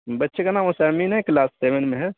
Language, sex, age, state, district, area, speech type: Urdu, male, 30-45, Uttar Pradesh, Mau, urban, conversation